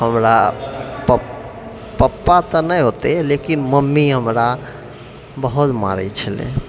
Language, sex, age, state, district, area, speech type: Maithili, male, 60+, Bihar, Purnia, urban, spontaneous